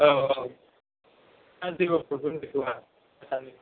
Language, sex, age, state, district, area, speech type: Bodo, male, 18-30, Assam, Chirang, rural, conversation